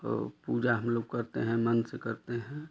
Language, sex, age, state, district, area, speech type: Hindi, male, 45-60, Uttar Pradesh, Chandauli, rural, spontaneous